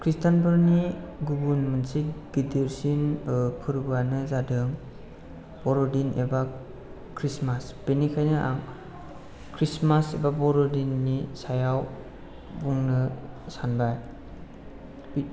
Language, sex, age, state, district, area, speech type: Bodo, male, 18-30, Assam, Chirang, rural, spontaneous